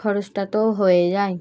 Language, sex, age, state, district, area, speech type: Bengali, female, 18-30, West Bengal, Dakshin Dinajpur, urban, spontaneous